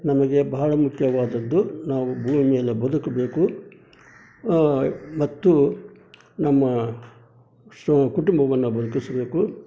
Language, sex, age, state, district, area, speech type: Kannada, male, 60+, Karnataka, Koppal, rural, spontaneous